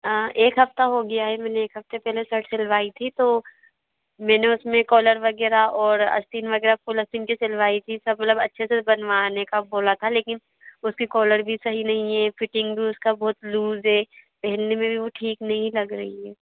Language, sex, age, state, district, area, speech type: Hindi, female, 60+, Madhya Pradesh, Bhopal, urban, conversation